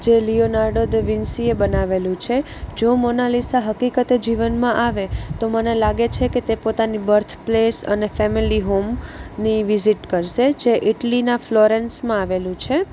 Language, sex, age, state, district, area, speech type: Gujarati, female, 18-30, Gujarat, Junagadh, urban, spontaneous